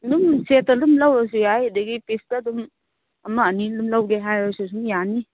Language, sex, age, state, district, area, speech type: Manipuri, female, 30-45, Manipur, Kangpokpi, urban, conversation